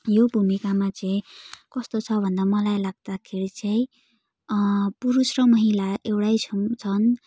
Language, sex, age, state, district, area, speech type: Nepali, female, 18-30, West Bengal, Darjeeling, rural, spontaneous